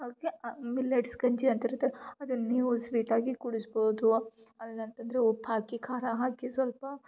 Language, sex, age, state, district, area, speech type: Kannada, female, 18-30, Karnataka, Gulbarga, urban, spontaneous